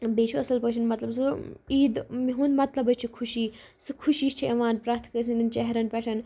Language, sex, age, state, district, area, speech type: Kashmiri, female, 18-30, Jammu and Kashmir, Kupwara, rural, spontaneous